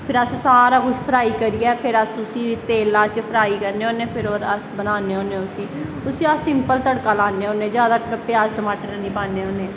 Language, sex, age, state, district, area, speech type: Dogri, female, 18-30, Jammu and Kashmir, Samba, rural, spontaneous